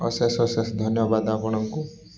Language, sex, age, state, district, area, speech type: Odia, male, 30-45, Odisha, Koraput, urban, spontaneous